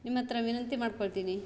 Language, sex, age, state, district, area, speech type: Kannada, female, 30-45, Karnataka, Shimoga, rural, spontaneous